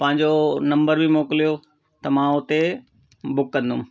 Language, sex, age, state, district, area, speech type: Sindhi, male, 45-60, Delhi, South Delhi, urban, spontaneous